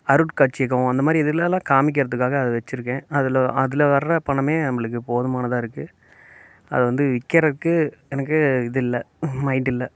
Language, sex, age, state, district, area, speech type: Tamil, male, 30-45, Tamil Nadu, Namakkal, rural, spontaneous